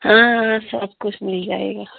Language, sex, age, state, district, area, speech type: Hindi, female, 30-45, Uttar Pradesh, Jaunpur, rural, conversation